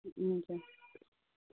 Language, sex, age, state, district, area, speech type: Nepali, female, 45-60, West Bengal, Darjeeling, rural, conversation